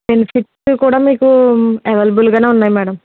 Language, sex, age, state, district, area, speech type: Telugu, female, 18-30, Telangana, Karimnagar, rural, conversation